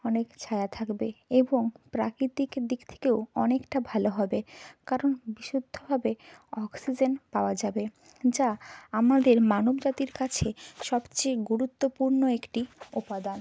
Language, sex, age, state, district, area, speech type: Bengali, female, 30-45, West Bengal, Purba Medinipur, rural, spontaneous